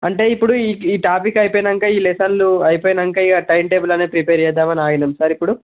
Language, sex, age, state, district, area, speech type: Telugu, male, 18-30, Telangana, Yadadri Bhuvanagiri, urban, conversation